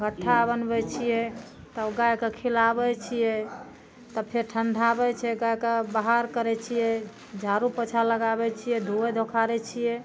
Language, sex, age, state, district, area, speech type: Maithili, female, 60+, Bihar, Madhepura, rural, spontaneous